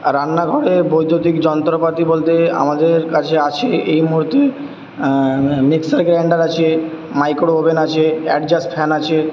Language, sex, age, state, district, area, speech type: Bengali, male, 30-45, West Bengal, Purba Bardhaman, urban, spontaneous